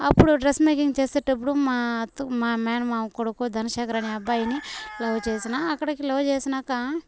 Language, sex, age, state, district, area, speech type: Telugu, female, 18-30, Andhra Pradesh, Sri Balaji, rural, spontaneous